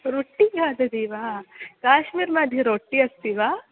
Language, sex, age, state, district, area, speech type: Sanskrit, female, 18-30, Kerala, Malappuram, rural, conversation